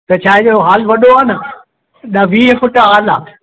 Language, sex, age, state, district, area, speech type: Sindhi, male, 60+, Madhya Pradesh, Indore, urban, conversation